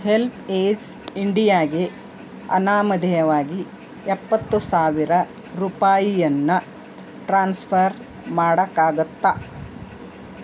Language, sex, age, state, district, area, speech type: Kannada, female, 60+, Karnataka, Bidar, urban, read